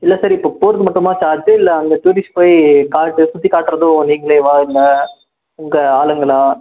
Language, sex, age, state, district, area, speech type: Tamil, male, 18-30, Tamil Nadu, Krishnagiri, rural, conversation